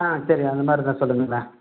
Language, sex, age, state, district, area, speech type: Tamil, male, 30-45, Tamil Nadu, Pudukkottai, rural, conversation